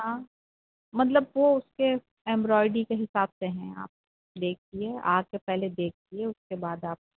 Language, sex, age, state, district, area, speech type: Urdu, female, 45-60, Uttar Pradesh, Rampur, urban, conversation